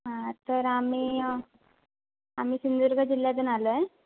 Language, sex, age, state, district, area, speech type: Marathi, female, 18-30, Maharashtra, Ratnagiri, rural, conversation